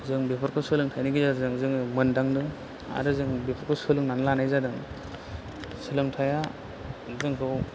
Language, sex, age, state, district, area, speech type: Bodo, male, 30-45, Assam, Chirang, rural, spontaneous